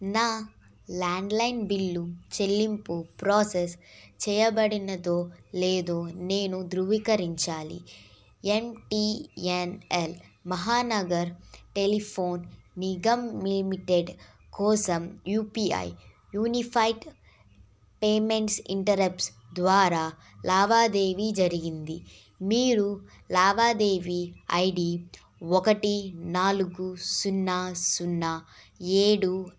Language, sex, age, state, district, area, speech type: Telugu, female, 18-30, Andhra Pradesh, N T Rama Rao, urban, read